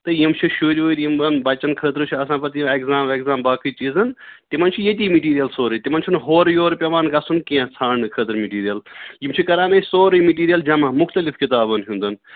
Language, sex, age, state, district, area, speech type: Kashmiri, male, 30-45, Jammu and Kashmir, Srinagar, urban, conversation